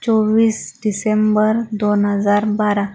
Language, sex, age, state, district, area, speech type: Marathi, female, 45-60, Maharashtra, Akola, urban, spontaneous